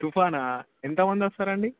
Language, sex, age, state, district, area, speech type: Telugu, male, 18-30, Telangana, Medak, rural, conversation